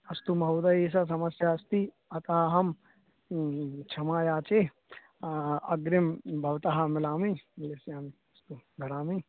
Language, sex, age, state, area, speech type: Sanskrit, male, 18-30, Uttar Pradesh, urban, conversation